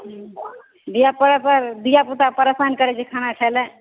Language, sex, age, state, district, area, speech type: Maithili, female, 30-45, Bihar, Supaul, rural, conversation